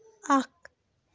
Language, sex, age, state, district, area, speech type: Kashmiri, female, 18-30, Jammu and Kashmir, Baramulla, rural, read